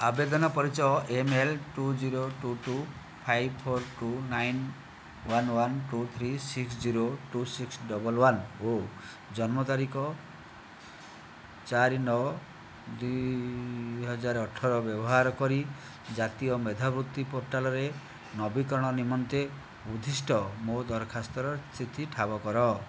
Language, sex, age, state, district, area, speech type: Odia, male, 60+, Odisha, Kandhamal, rural, read